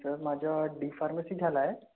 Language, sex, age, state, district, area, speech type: Marathi, male, 18-30, Maharashtra, Gondia, rural, conversation